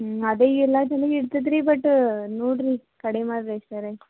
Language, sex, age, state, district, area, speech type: Kannada, female, 18-30, Karnataka, Gulbarga, rural, conversation